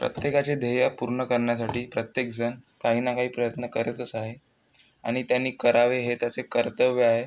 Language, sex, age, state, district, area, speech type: Marathi, male, 18-30, Maharashtra, Amravati, rural, spontaneous